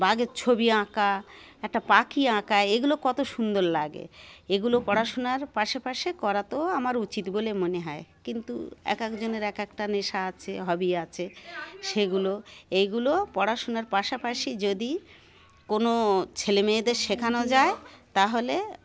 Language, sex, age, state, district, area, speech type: Bengali, female, 45-60, West Bengal, Darjeeling, urban, spontaneous